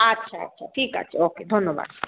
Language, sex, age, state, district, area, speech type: Bengali, female, 30-45, West Bengal, Hooghly, urban, conversation